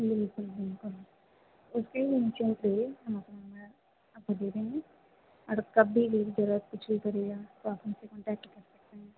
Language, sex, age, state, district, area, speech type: Hindi, female, 18-30, Bihar, Begusarai, rural, conversation